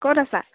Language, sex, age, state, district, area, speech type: Assamese, female, 18-30, Assam, Lakhimpur, rural, conversation